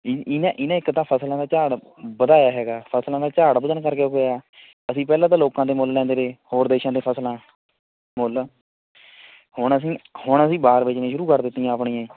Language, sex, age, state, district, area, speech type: Punjabi, male, 60+, Punjab, Shaheed Bhagat Singh Nagar, urban, conversation